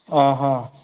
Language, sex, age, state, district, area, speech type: Assamese, male, 60+, Assam, Majuli, rural, conversation